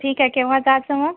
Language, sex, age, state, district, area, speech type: Marathi, female, 30-45, Maharashtra, Yavatmal, rural, conversation